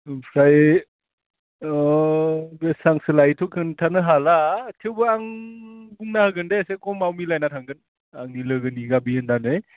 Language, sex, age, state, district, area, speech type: Bodo, male, 30-45, Assam, Udalguri, urban, conversation